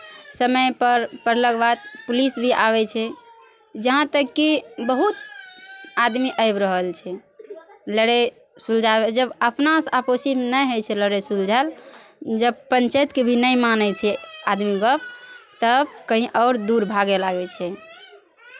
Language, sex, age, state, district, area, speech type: Maithili, female, 30-45, Bihar, Araria, rural, spontaneous